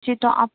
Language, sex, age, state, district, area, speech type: Urdu, female, 30-45, Delhi, Central Delhi, urban, conversation